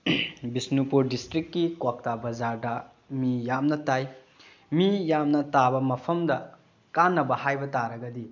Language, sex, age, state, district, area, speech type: Manipuri, male, 30-45, Manipur, Bishnupur, rural, spontaneous